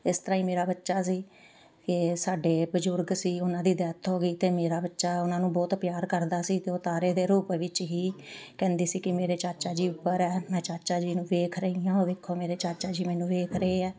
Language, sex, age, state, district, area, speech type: Punjabi, female, 45-60, Punjab, Amritsar, urban, spontaneous